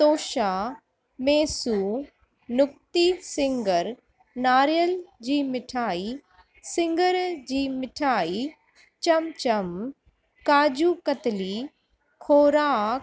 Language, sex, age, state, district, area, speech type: Sindhi, female, 45-60, Uttar Pradesh, Lucknow, rural, spontaneous